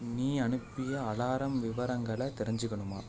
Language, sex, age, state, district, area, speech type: Tamil, male, 18-30, Tamil Nadu, Pudukkottai, rural, read